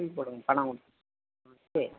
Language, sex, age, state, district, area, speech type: Tamil, female, 60+, Tamil Nadu, Tiruvarur, rural, conversation